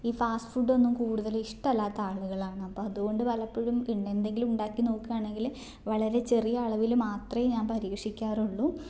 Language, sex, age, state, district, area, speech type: Malayalam, female, 18-30, Kerala, Kannur, rural, spontaneous